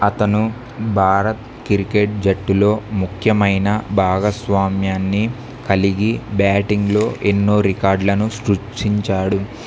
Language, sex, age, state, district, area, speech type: Telugu, male, 18-30, Andhra Pradesh, Kurnool, rural, spontaneous